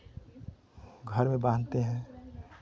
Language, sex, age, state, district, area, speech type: Hindi, male, 60+, Uttar Pradesh, Chandauli, rural, spontaneous